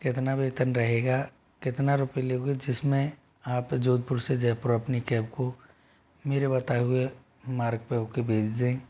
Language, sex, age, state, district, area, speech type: Hindi, male, 45-60, Rajasthan, Jodhpur, urban, spontaneous